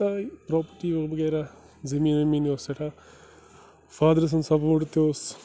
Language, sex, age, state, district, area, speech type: Kashmiri, male, 30-45, Jammu and Kashmir, Bandipora, rural, spontaneous